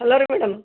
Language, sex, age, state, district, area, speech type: Kannada, female, 30-45, Karnataka, Gadag, rural, conversation